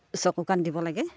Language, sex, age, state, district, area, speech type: Assamese, female, 30-45, Assam, Sivasagar, rural, spontaneous